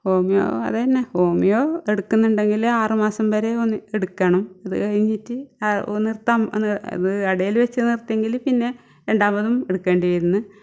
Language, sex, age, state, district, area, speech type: Malayalam, female, 45-60, Kerala, Kasaragod, rural, spontaneous